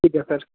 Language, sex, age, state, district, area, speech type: Punjabi, male, 18-30, Punjab, Ludhiana, urban, conversation